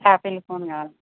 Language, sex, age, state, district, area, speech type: Telugu, female, 30-45, Telangana, Medak, urban, conversation